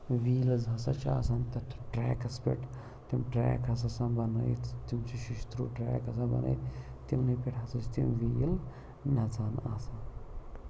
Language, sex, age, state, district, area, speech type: Kashmiri, male, 30-45, Jammu and Kashmir, Pulwama, urban, spontaneous